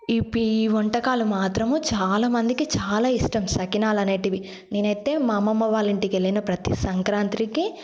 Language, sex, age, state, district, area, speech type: Telugu, female, 18-30, Telangana, Yadadri Bhuvanagiri, rural, spontaneous